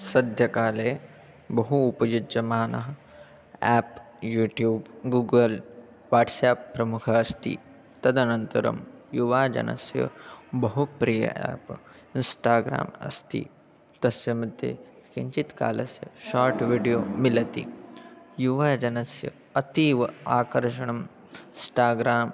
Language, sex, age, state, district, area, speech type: Sanskrit, male, 18-30, Madhya Pradesh, Chhindwara, rural, spontaneous